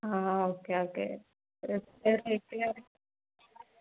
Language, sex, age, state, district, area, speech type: Malayalam, female, 18-30, Kerala, Palakkad, rural, conversation